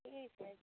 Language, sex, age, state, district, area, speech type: Hindi, female, 30-45, Uttar Pradesh, Jaunpur, rural, conversation